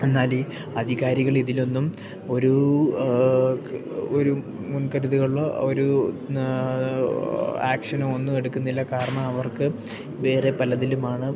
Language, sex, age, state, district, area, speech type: Malayalam, male, 18-30, Kerala, Idukki, rural, spontaneous